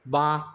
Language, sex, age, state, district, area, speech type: Bengali, male, 18-30, West Bengal, Purulia, urban, read